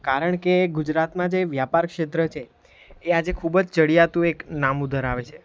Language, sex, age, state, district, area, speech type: Gujarati, male, 18-30, Gujarat, Valsad, urban, spontaneous